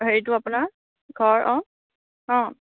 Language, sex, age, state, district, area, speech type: Assamese, female, 30-45, Assam, Dhemaji, rural, conversation